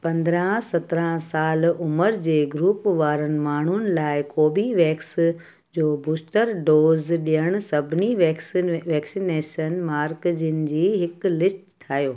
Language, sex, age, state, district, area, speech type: Sindhi, female, 45-60, Gujarat, Kutch, urban, read